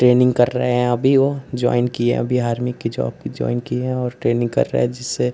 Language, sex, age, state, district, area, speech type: Hindi, male, 18-30, Uttar Pradesh, Ghazipur, urban, spontaneous